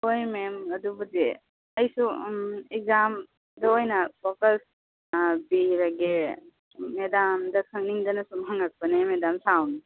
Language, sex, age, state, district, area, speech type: Manipuri, female, 18-30, Manipur, Kakching, rural, conversation